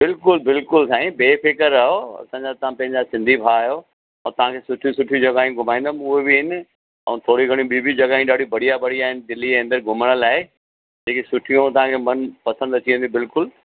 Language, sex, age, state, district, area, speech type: Sindhi, male, 45-60, Delhi, South Delhi, urban, conversation